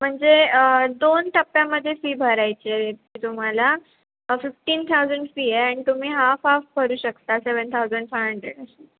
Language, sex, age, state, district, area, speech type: Marathi, female, 18-30, Maharashtra, Sindhudurg, rural, conversation